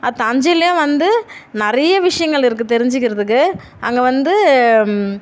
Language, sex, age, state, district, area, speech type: Tamil, female, 30-45, Tamil Nadu, Tiruvannamalai, urban, spontaneous